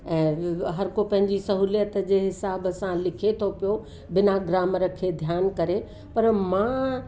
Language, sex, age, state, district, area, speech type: Sindhi, female, 60+, Uttar Pradesh, Lucknow, urban, spontaneous